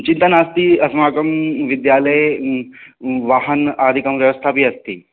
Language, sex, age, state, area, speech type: Sanskrit, male, 18-30, Haryana, rural, conversation